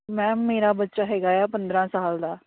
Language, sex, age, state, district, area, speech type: Punjabi, female, 30-45, Punjab, Kapurthala, urban, conversation